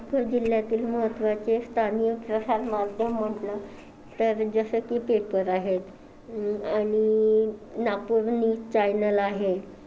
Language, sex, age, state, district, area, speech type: Marathi, female, 30-45, Maharashtra, Nagpur, urban, spontaneous